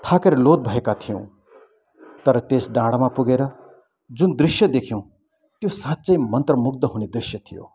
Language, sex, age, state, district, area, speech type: Nepali, male, 60+, West Bengal, Kalimpong, rural, spontaneous